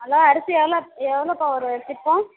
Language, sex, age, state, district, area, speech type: Tamil, female, 30-45, Tamil Nadu, Tirupattur, rural, conversation